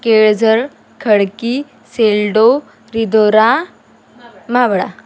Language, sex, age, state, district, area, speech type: Marathi, female, 18-30, Maharashtra, Wardha, rural, spontaneous